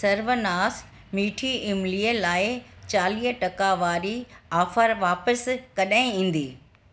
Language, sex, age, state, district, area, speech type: Sindhi, female, 60+, Delhi, South Delhi, urban, read